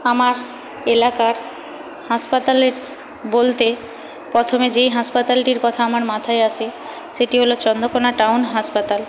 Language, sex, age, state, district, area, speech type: Bengali, female, 18-30, West Bengal, Paschim Medinipur, rural, spontaneous